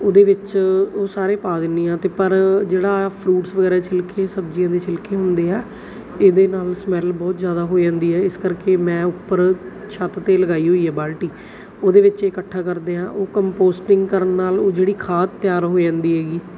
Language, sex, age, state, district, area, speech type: Punjabi, female, 30-45, Punjab, Bathinda, urban, spontaneous